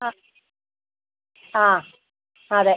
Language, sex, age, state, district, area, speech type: Malayalam, female, 45-60, Kerala, Idukki, rural, conversation